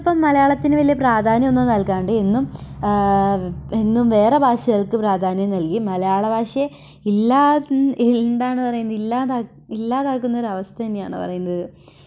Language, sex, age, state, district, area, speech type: Malayalam, female, 18-30, Kerala, Wayanad, rural, spontaneous